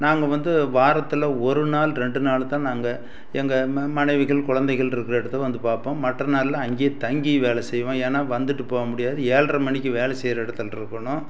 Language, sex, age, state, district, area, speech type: Tamil, male, 60+, Tamil Nadu, Salem, urban, spontaneous